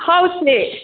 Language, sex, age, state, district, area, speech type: Manipuri, female, 18-30, Manipur, Kakching, rural, conversation